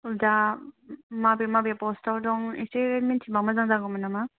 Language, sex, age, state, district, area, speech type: Bodo, female, 30-45, Assam, Kokrajhar, rural, conversation